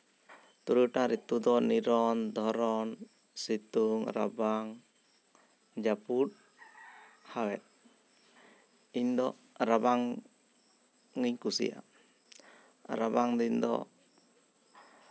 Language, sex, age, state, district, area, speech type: Santali, male, 18-30, West Bengal, Bankura, rural, spontaneous